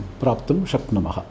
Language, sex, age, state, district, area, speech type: Sanskrit, male, 45-60, Tamil Nadu, Chennai, urban, spontaneous